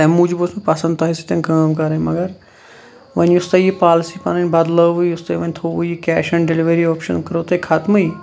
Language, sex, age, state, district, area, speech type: Kashmiri, male, 30-45, Jammu and Kashmir, Shopian, rural, spontaneous